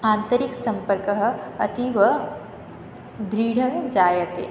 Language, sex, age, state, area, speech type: Sanskrit, female, 18-30, Tripura, rural, spontaneous